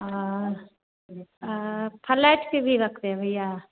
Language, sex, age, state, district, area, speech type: Hindi, female, 60+, Bihar, Madhepura, rural, conversation